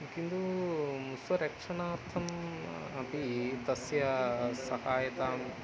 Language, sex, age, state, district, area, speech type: Sanskrit, male, 45-60, Kerala, Thiruvananthapuram, urban, spontaneous